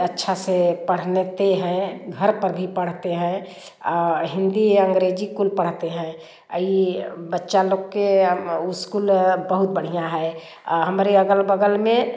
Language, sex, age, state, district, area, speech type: Hindi, female, 60+, Uttar Pradesh, Varanasi, rural, spontaneous